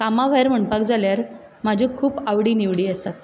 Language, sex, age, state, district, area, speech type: Goan Konkani, female, 30-45, Goa, Ponda, rural, spontaneous